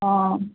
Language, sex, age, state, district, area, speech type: Assamese, female, 30-45, Assam, Jorhat, urban, conversation